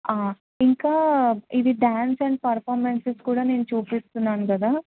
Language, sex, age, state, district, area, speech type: Telugu, female, 18-30, Telangana, Medak, urban, conversation